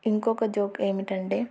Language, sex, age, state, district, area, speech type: Telugu, female, 18-30, Andhra Pradesh, Nandyal, urban, spontaneous